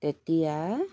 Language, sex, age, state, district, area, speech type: Assamese, female, 45-60, Assam, Golaghat, rural, spontaneous